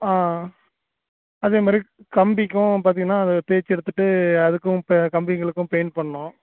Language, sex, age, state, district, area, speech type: Tamil, male, 30-45, Tamil Nadu, Salem, urban, conversation